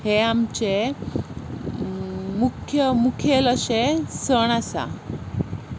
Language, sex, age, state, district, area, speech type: Goan Konkani, female, 18-30, Goa, Ponda, rural, spontaneous